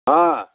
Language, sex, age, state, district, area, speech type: Kannada, male, 60+, Karnataka, Bidar, rural, conversation